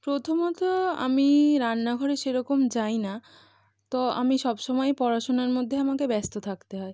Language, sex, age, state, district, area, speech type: Bengali, female, 18-30, West Bengal, North 24 Parganas, urban, spontaneous